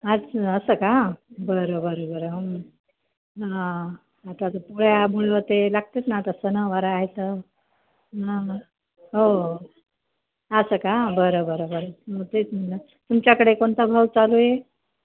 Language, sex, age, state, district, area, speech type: Marathi, female, 60+, Maharashtra, Nanded, rural, conversation